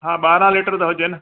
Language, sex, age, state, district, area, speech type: Sindhi, male, 60+, Maharashtra, Thane, urban, conversation